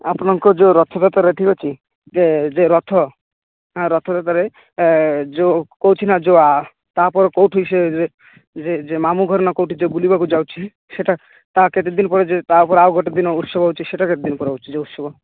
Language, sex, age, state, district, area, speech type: Odia, male, 18-30, Odisha, Malkangiri, urban, conversation